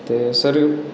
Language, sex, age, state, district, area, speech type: Dogri, male, 18-30, Jammu and Kashmir, Udhampur, rural, spontaneous